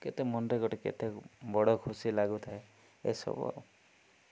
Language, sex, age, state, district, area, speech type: Odia, male, 18-30, Odisha, Koraput, urban, spontaneous